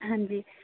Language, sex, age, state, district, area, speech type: Punjabi, female, 18-30, Punjab, Amritsar, rural, conversation